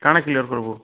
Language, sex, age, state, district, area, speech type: Odia, male, 45-60, Odisha, Bargarh, rural, conversation